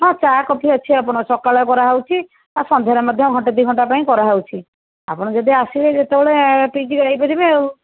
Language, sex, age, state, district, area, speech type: Odia, female, 60+, Odisha, Jajpur, rural, conversation